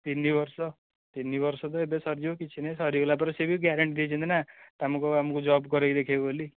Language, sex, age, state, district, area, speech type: Odia, male, 18-30, Odisha, Nayagarh, rural, conversation